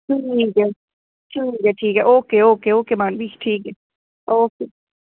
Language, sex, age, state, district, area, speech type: Dogri, female, 18-30, Jammu and Kashmir, Samba, rural, conversation